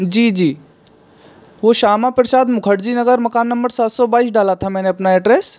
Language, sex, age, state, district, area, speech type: Hindi, male, 18-30, Rajasthan, Bharatpur, rural, spontaneous